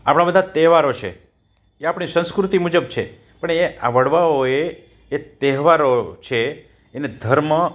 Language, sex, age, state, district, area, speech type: Gujarati, male, 60+, Gujarat, Rajkot, urban, spontaneous